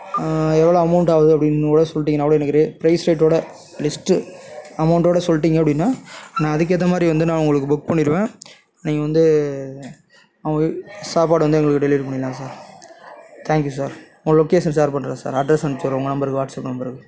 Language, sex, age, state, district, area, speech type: Tamil, male, 30-45, Tamil Nadu, Tiruvarur, rural, spontaneous